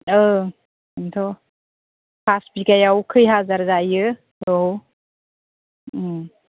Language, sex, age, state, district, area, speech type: Bodo, female, 45-60, Assam, Udalguri, rural, conversation